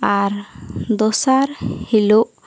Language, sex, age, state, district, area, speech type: Santali, female, 18-30, West Bengal, Bankura, rural, spontaneous